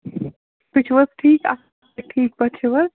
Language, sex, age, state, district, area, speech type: Kashmiri, female, 60+, Jammu and Kashmir, Srinagar, urban, conversation